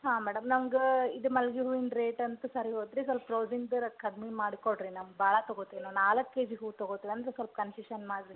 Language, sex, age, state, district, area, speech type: Kannada, female, 30-45, Karnataka, Gadag, rural, conversation